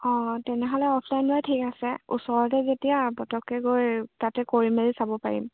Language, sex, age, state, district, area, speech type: Assamese, female, 18-30, Assam, Charaideo, urban, conversation